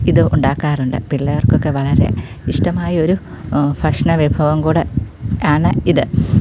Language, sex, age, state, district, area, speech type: Malayalam, female, 30-45, Kerala, Pathanamthitta, rural, spontaneous